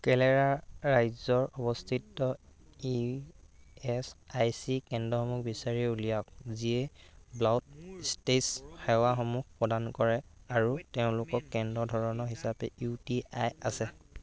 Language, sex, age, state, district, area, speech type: Assamese, male, 45-60, Assam, Dhemaji, rural, read